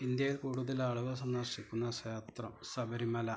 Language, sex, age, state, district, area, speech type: Malayalam, male, 45-60, Kerala, Malappuram, rural, spontaneous